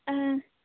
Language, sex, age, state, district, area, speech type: Santali, female, 18-30, West Bengal, Purba Bardhaman, rural, conversation